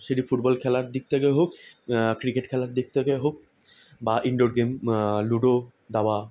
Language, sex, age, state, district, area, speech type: Bengali, male, 18-30, West Bengal, South 24 Parganas, urban, spontaneous